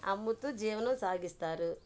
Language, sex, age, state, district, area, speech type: Telugu, female, 30-45, Andhra Pradesh, Bapatla, urban, spontaneous